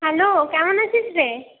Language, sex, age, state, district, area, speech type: Bengali, female, 30-45, West Bengal, Purulia, urban, conversation